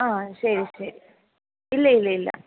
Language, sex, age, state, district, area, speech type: Malayalam, female, 30-45, Kerala, Kottayam, urban, conversation